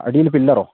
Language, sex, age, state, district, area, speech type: Malayalam, male, 30-45, Kerala, Thiruvananthapuram, urban, conversation